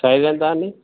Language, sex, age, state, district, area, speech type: Telugu, male, 18-30, Telangana, Jangaon, rural, conversation